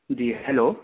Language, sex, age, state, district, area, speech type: Urdu, male, 18-30, Delhi, Central Delhi, urban, conversation